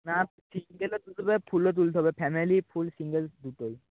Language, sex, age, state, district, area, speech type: Bengali, male, 30-45, West Bengal, Nadia, rural, conversation